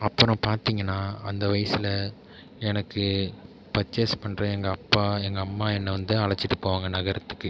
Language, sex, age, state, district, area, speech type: Tamil, male, 30-45, Tamil Nadu, Tiruvarur, urban, spontaneous